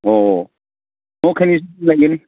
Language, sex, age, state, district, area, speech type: Manipuri, male, 45-60, Manipur, Kangpokpi, urban, conversation